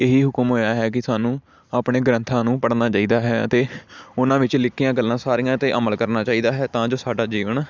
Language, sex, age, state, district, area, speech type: Punjabi, male, 18-30, Punjab, Amritsar, urban, spontaneous